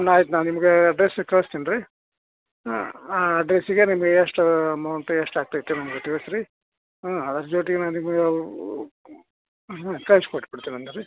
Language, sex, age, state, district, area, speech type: Kannada, male, 60+, Karnataka, Gadag, rural, conversation